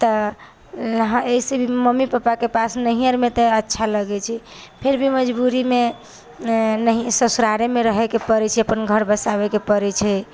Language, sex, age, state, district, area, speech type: Maithili, female, 18-30, Bihar, Samastipur, urban, spontaneous